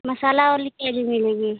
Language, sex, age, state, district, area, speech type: Hindi, female, 45-60, Uttar Pradesh, Lucknow, rural, conversation